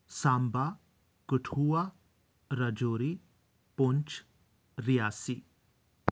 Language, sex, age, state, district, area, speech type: Dogri, male, 45-60, Jammu and Kashmir, Jammu, urban, spontaneous